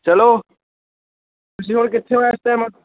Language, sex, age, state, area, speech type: Punjabi, male, 18-30, Punjab, urban, conversation